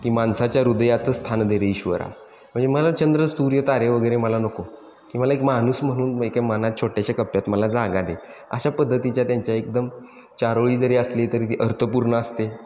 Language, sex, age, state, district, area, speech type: Marathi, male, 30-45, Maharashtra, Satara, urban, spontaneous